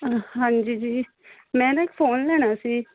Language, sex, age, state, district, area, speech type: Punjabi, female, 30-45, Punjab, Amritsar, urban, conversation